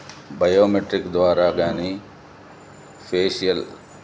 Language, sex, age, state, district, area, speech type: Telugu, male, 45-60, Andhra Pradesh, N T Rama Rao, urban, spontaneous